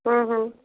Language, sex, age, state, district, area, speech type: Bengali, female, 18-30, West Bengal, Purba Medinipur, rural, conversation